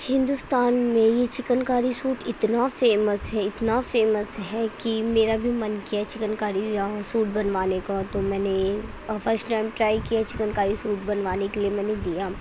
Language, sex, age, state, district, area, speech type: Urdu, female, 18-30, Uttar Pradesh, Gautam Buddha Nagar, urban, spontaneous